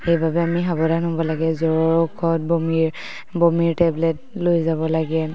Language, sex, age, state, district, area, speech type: Assamese, female, 18-30, Assam, Dhemaji, urban, spontaneous